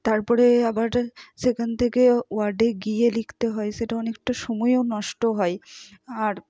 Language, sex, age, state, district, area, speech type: Bengali, female, 45-60, West Bengal, Purba Bardhaman, rural, spontaneous